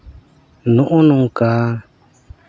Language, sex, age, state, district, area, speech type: Santali, male, 30-45, Jharkhand, Seraikela Kharsawan, rural, spontaneous